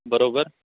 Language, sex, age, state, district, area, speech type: Marathi, male, 18-30, Maharashtra, Ratnagiri, rural, conversation